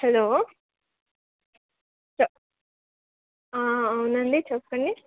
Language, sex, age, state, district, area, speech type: Telugu, female, 18-30, Telangana, Wanaparthy, urban, conversation